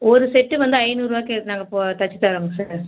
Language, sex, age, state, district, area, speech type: Tamil, female, 30-45, Tamil Nadu, Viluppuram, rural, conversation